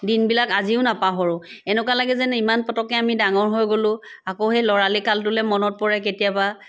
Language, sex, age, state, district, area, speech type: Assamese, female, 30-45, Assam, Sivasagar, rural, spontaneous